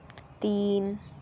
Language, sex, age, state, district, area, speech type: Hindi, female, 18-30, Madhya Pradesh, Ujjain, urban, read